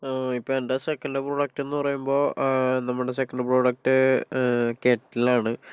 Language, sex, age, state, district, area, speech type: Malayalam, male, 18-30, Kerala, Kozhikode, urban, spontaneous